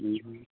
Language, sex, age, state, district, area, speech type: Bodo, male, 18-30, Assam, Baksa, rural, conversation